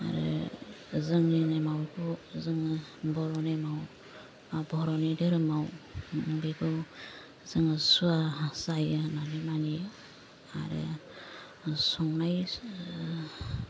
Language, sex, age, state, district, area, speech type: Bodo, female, 30-45, Assam, Kokrajhar, rural, spontaneous